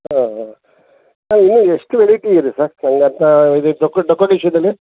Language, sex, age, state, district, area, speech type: Kannada, male, 60+, Karnataka, Kolar, urban, conversation